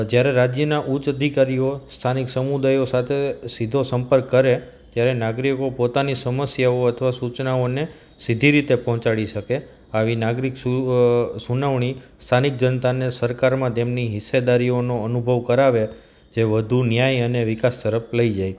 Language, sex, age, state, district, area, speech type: Gujarati, male, 30-45, Gujarat, Junagadh, urban, spontaneous